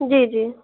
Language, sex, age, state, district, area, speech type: Hindi, female, 18-30, Madhya Pradesh, Betul, rural, conversation